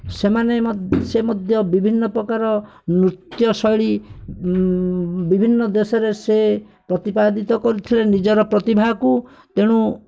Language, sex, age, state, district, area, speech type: Odia, male, 45-60, Odisha, Bhadrak, rural, spontaneous